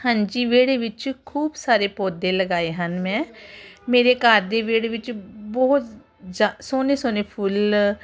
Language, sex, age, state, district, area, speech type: Punjabi, female, 45-60, Punjab, Ludhiana, urban, spontaneous